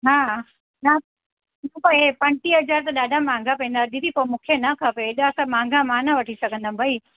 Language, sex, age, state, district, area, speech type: Sindhi, female, 45-60, Gujarat, Surat, urban, conversation